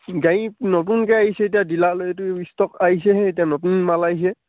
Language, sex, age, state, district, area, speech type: Assamese, male, 18-30, Assam, Sivasagar, rural, conversation